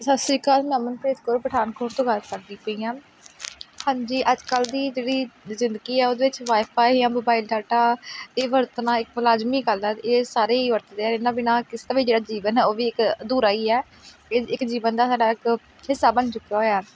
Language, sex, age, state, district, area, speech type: Punjabi, female, 18-30, Punjab, Pathankot, rural, spontaneous